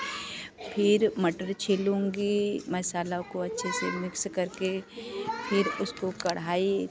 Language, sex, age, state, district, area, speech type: Hindi, female, 30-45, Uttar Pradesh, Varanasi, rural, spontaneous